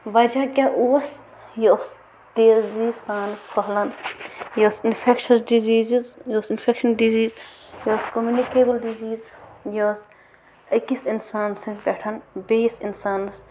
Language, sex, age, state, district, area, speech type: Kashmiri, female, 30-45, Jammu and Kashmir, Bandipora, rural, spontaneous